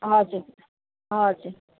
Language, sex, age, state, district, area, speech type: Nepali, female, 45-60, West Bengal, Darjeeling, rural, conversation